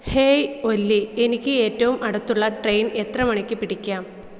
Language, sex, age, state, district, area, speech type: Malayalam, female, 18-30, Kerala, Malappuram, rural, read